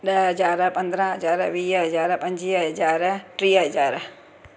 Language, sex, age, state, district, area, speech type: Sindhi, female, 45-60, Gujarat, Surat, urban, spontaneous